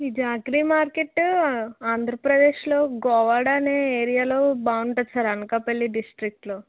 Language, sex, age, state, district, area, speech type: Telugu, female, 18-30, Andhra Pradesh, Anakapalli, urban, conversation